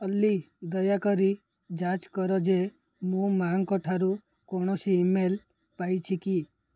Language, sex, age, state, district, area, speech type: Odia, male, 18-30, Odisha, Ganjam, urban, read